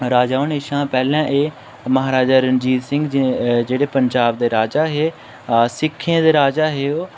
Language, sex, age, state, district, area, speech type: Dogri, male, 18-30, Jammu and Kashmir, Udhampur, rural, spontaneous